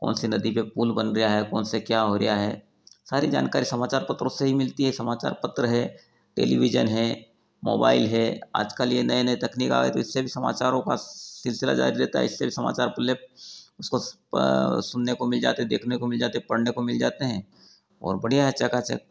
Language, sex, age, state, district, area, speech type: Hindi, male, 45-60, Madhya Pradesh, Ujjain, urban, spontaneous